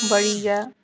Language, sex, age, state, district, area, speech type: Dogri, female, 30-45, Jammu and Kashmir, Samba, urban, spontaneous